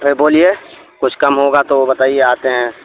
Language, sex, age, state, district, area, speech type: Urdu, male, 18-30, Bihar, Araria, rural, conversation